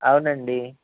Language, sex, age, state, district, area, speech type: Telugu, male, 30-45, Andhra Pradesh, Anantapur, urban, conversation